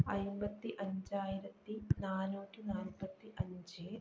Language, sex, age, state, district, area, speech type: Malayalam, female, 30-45, Kerala, Kannur, urban, spontaneous